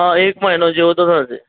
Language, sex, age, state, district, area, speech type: Gujarati, male, 45-60, Gujarat, Aravalli, urban, conversation